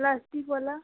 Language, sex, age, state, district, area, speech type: Hindi, female, 18-30, Uttar Pradesh, Jaunpur, rural, conversation